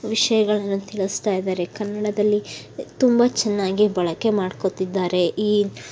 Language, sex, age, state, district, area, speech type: Kannada, female, 18-30, Karnataka, Tumkur, rural, spontaneous